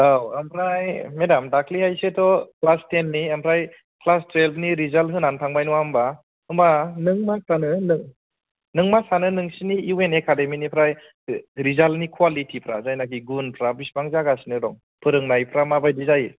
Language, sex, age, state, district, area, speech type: Bodo, male, 18-30, Assam, Kokrajhar, urban, conversation